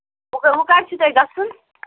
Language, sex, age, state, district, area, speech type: Kashmiri, female, 18-30, Jammu and Kashmir, Bandipora, rural, conversation